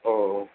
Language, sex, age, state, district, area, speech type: Tamil, female, 18-30, Tamil Nadu, Cuddalore, rural, conversation